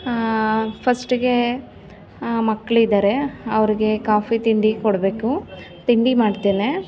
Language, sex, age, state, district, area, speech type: Kannada, female, 18-30, Karnataka, Chamarajanagar, rural, spontaneous